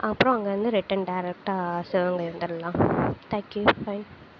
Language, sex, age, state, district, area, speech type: Tamil, female, 18-30, Tamil Nadu, Sivaganga, rural, spontaneous